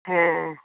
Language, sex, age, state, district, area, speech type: Bengali, female, 30-45, West Bengal, North 24 Parganas, urban, conversation